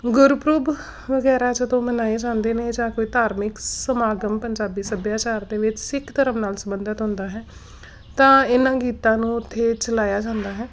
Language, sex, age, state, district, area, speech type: Punjabi, female, 45-60, Punjab, Tarn Taran, urban, spontaneous